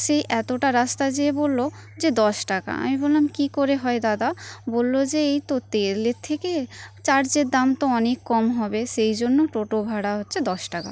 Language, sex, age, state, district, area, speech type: Bengali, female, 30-45, West Bengal, Paschim Medinipur, rural, spontaneous